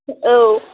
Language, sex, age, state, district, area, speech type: Bodo, female, 18-30, Assam, Kokrajhar, rural, conversation